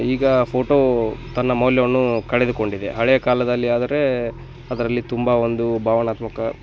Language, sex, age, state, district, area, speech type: Kannada, male, 18-30, Karnataka, Bagalkot, rural, spontaneous